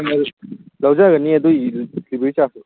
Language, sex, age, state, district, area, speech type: Manipuri, male, 18-30, Manipur, Kangpokpi, urban, conversation